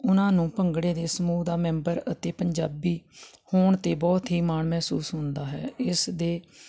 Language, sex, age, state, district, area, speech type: Punjabi, female, 45-60, Punjab, Jalandhar, rural, spontaneous